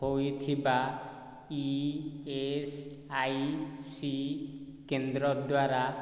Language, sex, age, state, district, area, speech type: Odia, male, 45-60, Odisha, Nayagarh, rural, read